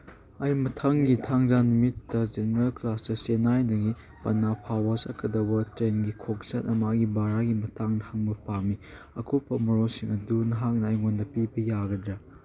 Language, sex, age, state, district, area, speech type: Manipuri, male, 18-30, Manipur, Chandel, rural, read